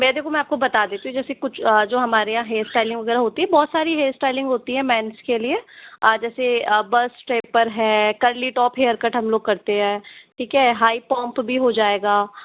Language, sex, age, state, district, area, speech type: Hindi, female, 60+, Rajasthan, Jaipur, urban, conversation